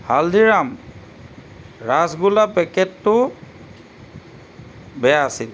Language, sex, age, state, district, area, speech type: Assamese, male, 60+, Assam, Charaideo, urban, read